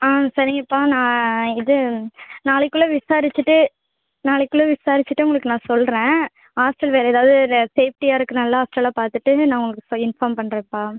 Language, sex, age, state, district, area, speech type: Tamil, female, 30-45, Tamil Nadu, Ariyalur, rural, conversation